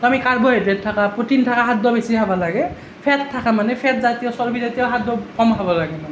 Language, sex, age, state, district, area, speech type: Assamese, male, 18-30, Assam, Nalbari, rural, spontaneous